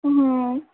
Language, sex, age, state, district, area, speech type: Telugu, female, 18-30, Telangana, Warangal, rural, conversation